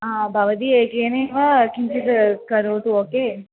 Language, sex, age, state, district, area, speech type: Sanskrit, female, 18-30, Kerala, Thrissur, urban, conversation